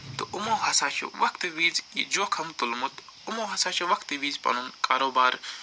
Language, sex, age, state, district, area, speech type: Kashmiri, male, 45-60, Jammu and Kashmir, Srinagar, urban, spontaneous